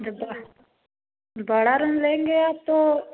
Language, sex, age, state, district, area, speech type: Hindi, female, 30-45, Uttar Pradesh, Prayagraj, rural, conversation